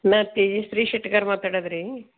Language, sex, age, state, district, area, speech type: Kannada, female, 60+, Karnataka, Gulbarga, urban, conversation